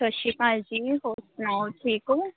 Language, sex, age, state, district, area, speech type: Punjabi, female, 18-30, Punjab, Hoshiarpur, rural, conversation